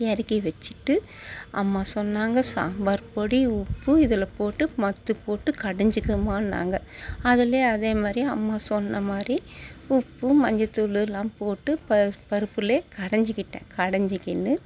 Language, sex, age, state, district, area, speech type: Tamil, female, 60+, Tamil Nadu, Mayiladuthurai, rural, spontaneous